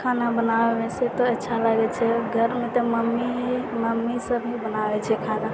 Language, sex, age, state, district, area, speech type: Maithili, female, 18-30, Bihar, Purnia, rural, spontaneous